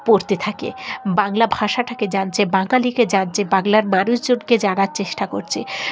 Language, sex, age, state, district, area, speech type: Bengali, female, 18-30, West Bengal, Dakshin Dinajpur, urban, spontaneous